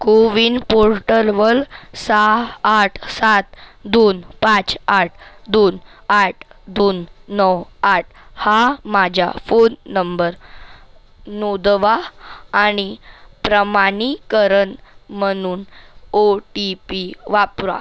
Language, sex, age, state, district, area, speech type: Marathi, male, 30-45, Maharashtra, Nagpur, urban, read